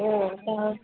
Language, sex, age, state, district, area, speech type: Bengali, female, 18-30, West Bengal, Purba Medinipur, rural, conversation